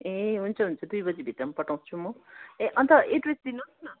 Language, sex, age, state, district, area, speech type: Nepali, female, 45-60, West Bengal, Darjeeling, rural, conversation